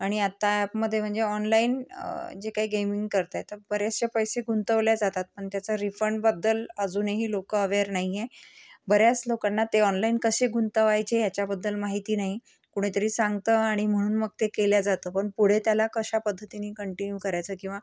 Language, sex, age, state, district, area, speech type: Marathi, female, 30-45, Maharashtra, Amravati, urban, spontaneous